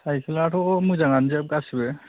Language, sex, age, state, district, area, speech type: Bodo, male, 18-30, Assam, Kokrajhar, urban, conversation